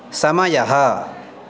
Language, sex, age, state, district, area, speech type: Sanskrit, male, 18-30, Karnataka, Uttara Kannada, rural, read